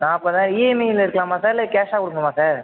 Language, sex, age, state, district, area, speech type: Tamil, female, 18-30, Tamil Nadu, Mayiladuthurai, urban, conversation